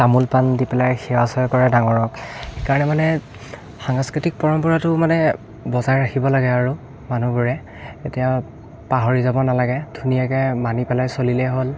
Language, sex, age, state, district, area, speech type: Assamese, male, 18-30, Assam, Biswanath, rural, spontaneous